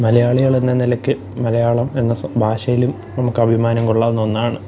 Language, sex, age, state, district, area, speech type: Malayalam, male, 18-30, Kerala, Pathanamthitta, rural, spontaneous